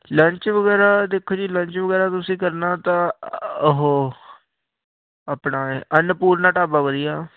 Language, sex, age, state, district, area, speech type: Punjabi, male, 18-30, Punjab, Hoshiarpur, rural, conversation